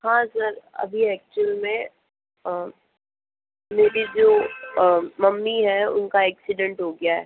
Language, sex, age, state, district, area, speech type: Hindi, female, 45-60, Rajasthan, Jodhpur, urban, conversation